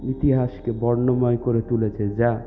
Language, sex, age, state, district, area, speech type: Bengali, male, 30-45, West Bengal, Purulia, urban, spontaneous